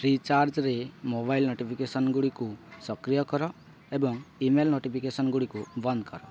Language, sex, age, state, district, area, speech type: Odia, male, 18-30, Odisha, Balangir, urban, read